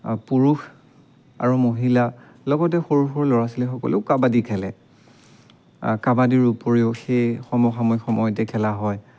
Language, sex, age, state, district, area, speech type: Assamese, male, 30-45, Assam, Dibrugarh, rural, spontaneous